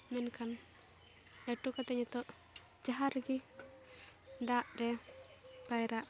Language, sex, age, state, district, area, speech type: Santali, female, 18-30, West Bengal, Dakshin Dinajpur, rural, spontaneous